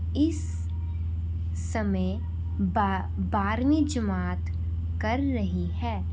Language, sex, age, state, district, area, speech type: Punjabi, female, 18-30, Punjab, Rupnagar, urban, spontaneous